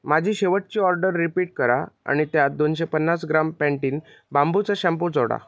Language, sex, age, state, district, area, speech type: Marathi, male, 18-30, Maharashtra, Sindhudurg, rural, read